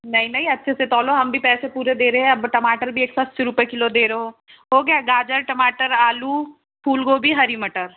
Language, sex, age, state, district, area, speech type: Hindi, female, 45-60, Madhya Pradesh, Balaghat, rural, conversation